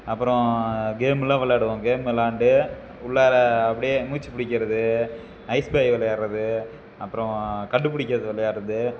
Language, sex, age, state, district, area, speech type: Tamil, male, 30-45, Tamil Nadu, Namakkal, rural, spontaneous